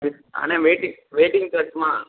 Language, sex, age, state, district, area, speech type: Tamil, male, 18-30, Tamil Nadu, Sivaganga, rural, conversation